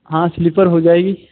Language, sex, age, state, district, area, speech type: Hindi, male, 18-30, Rajasthan, Jodhpur, urban, conversation